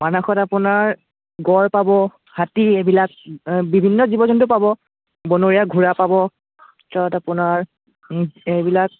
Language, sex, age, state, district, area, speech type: Assamese, male, 30-45, Assam, Biswanath, rural, conversation